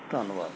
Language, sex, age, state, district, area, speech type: Punjabi, male, 60+, Punjab, Mansa, urban, spontaneous